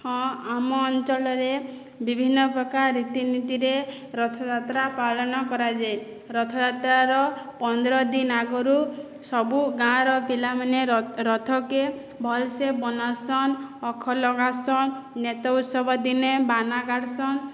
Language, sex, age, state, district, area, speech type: Odia, female, 30-45, Odisha, Boudh, rural, spontaneous